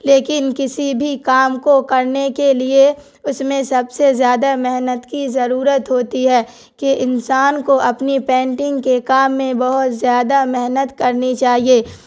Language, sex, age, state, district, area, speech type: Urdu, female, 18-30, Bihar, Darbhanga, rural, spontaneous